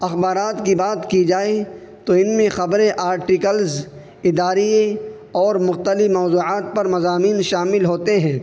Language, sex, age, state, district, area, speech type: Urdu, male, 18-30, Uttar Pradesh, Saharanpur, urban, spontaneous